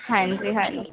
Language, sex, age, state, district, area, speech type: Punjabi, female, 18-30, Punjab, Ludhiana, urban, conversation